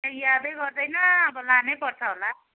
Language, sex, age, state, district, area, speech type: Nepali, female, 60+, West Bengal, Kalimpong, rural, conversation